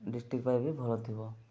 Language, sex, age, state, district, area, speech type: Odia, male, 30-45, Odisha, Malkangiri, urban, spontaneous